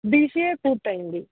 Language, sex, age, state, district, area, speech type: Telugu, female, 18-30, Telangana, Hyderabad, urban, conversation